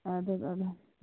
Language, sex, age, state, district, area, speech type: Kashmiri, female, 45-60, Jammu and Kashmir, Ganderbal, rural, conversation